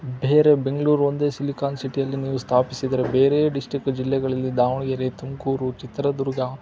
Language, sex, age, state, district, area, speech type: Kannada, male, 45-60, Karnataka, Chitradurga, rural, spontaneous